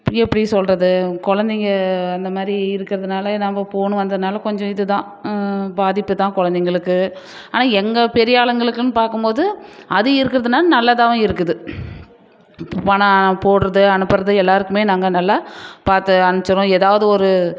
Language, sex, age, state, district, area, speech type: Tamil, female, 45-60, Tamil Nadu, Dharmapuri, rural, spontaneous